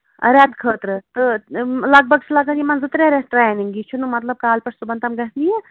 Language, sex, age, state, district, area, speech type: Kashmiri, female, 18-30, Jammu and Kashmir, Shopian, urban, conversation